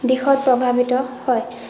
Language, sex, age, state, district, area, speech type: Assamese, female, 60+, Assam, Nagaon, rural, spontaneous